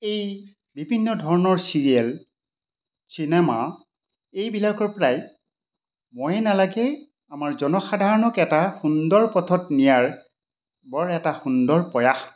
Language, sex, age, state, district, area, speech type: Assamese, male, 60+, Assam, Majuli, urban, spontaneous